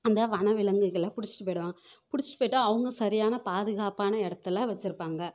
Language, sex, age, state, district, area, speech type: Tamil, female, 18-30, Tamil Nadu, Kallakurichi, rural, spontaneous